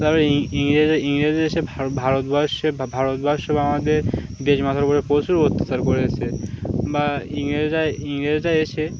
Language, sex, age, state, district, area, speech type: Bengali, male, 18-30, West Bengal, Birbhum, urban, spontaneous